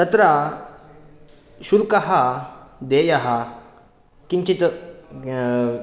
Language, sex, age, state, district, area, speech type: Sanskrit, male, 18-30, Karnataka, Udupi, rural, spontaneous